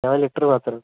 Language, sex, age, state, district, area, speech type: Malayalam, male, 18-30, Kerala, Kozhikode, rural, conversation